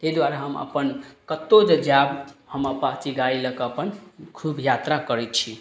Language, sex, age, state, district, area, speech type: Maithili, male, 18-30, Bihar, Madhubani, rural, spontaneous